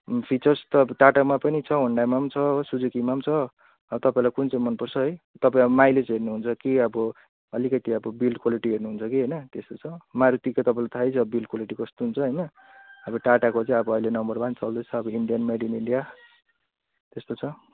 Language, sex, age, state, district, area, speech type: Nepali, male, 30-45, West Bengal, Kalimpong, rural, conversation